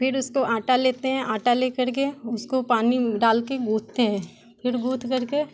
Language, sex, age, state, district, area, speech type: Hindi, female, 18-30, Bihar, Muzaffarpur, urban, spontaneous